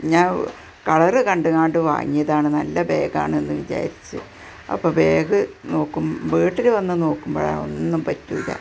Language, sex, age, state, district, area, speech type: Malayalam, female, 60+, Kerala, Malappuram, rural, spontaneous